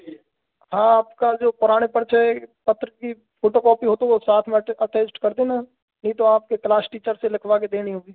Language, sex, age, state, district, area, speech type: Hindi, male, 30-45, Rajasthan, Karauli, urban, conversation